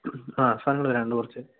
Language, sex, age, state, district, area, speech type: Malayalam, male, 18-30, Kerala, Idukki, rural, conversation